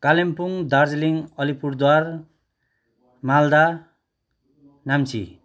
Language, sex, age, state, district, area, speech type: Nepali, male, 30-45, West Bengal, Kalimpong, rural, spontaneous